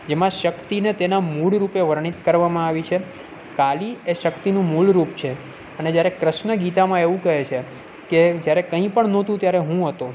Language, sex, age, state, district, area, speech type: Gujarati, male, 30-45, Gujarat, Junagadh, urban, spontaneous